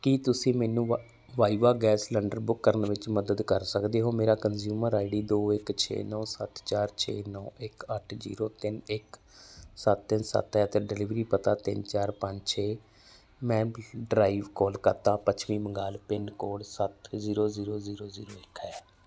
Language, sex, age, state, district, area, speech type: Punjabi, male, 45-60, Punjab, Barnala, rural, read